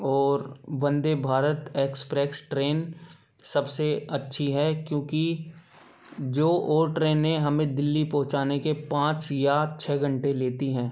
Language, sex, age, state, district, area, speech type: Hindi, male, 18-30, Madhya Pradesh, Gwalior, rural, spontaneous